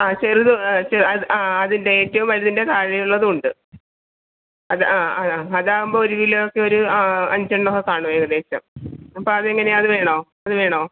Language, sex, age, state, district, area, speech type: Malayalam, female, 45-60, Kerala, Alappuzha, rural, conversation